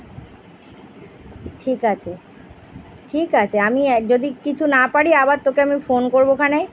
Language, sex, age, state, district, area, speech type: Bengali, female, 30-45, West Bengal, Kolkata, urban, spontaneous